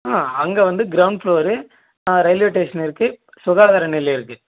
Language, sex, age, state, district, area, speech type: Tamil, male, 18-30, Tamil Nadu, Vellore, urban, conversation